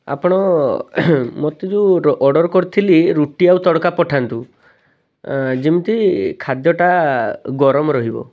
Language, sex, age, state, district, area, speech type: Odia, male, 18-30, Odisha, Balasore, rural, spontaneous